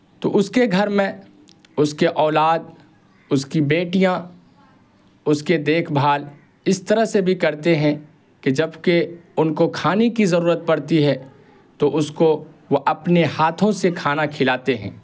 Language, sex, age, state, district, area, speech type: Urdu, male, 18-30, Bihar, Purnia, rural, spontaneous